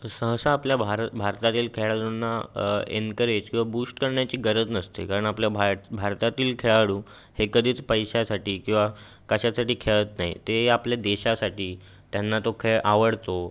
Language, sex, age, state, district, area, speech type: Marathi, male, 18-30, Maharashtra, Raigad, urban, spontaneous